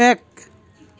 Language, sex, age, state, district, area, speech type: Assamese, male, 45-60, Assam, Sivasagar, rural, read